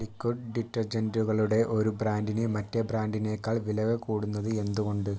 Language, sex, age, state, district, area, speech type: Malayalam, male, 30-45, Kerala, Kozhikode, urban, read